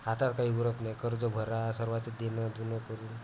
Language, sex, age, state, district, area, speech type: Marathi, male, 18-30, Maharashtra, Amravati, rural, spontaneous